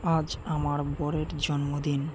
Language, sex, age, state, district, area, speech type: Bengali, male, 18-30, West Bengal, Malda, urban, read